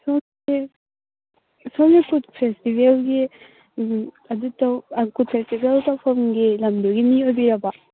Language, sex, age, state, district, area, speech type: Manipuri, female, 18-30, Manipur, Churachandpur, urban, conversation